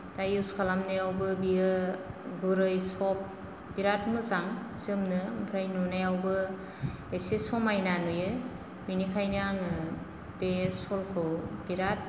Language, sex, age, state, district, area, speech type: Bodo, female, 45-60, Assam, Kokrajhar, rural, spontaneous